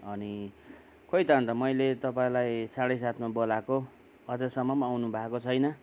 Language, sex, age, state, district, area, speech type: Nepali, male, 60+, West Bengal, Kalimpong, rural, spontaneous